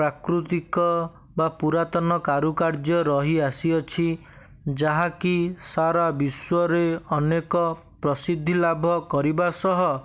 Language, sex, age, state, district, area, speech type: Odia, male, 18-30, Odisha, Bhadrak, rural, spontaneous